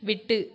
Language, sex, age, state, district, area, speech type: Tamil, female, 60+, Tamil Nadu, Nagapattinam, rural, read